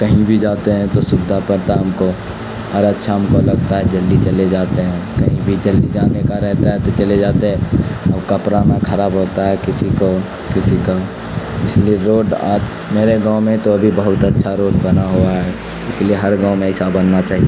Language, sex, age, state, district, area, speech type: Urdu, male, 18-30, Bihar, Khagaria, rural, spontaneous